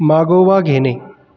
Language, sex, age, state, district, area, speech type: Marathi, male, 30-45, Maharashtra, Buldhana, urban, read